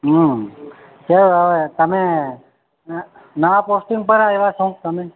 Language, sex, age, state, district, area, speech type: Gujarati, male, 45-60, Gujarat, Narmada, rural, conversation